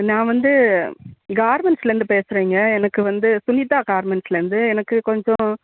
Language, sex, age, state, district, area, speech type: Tamil, female, 45-60, Tamil Nadu, Thanjavur, urban, conversation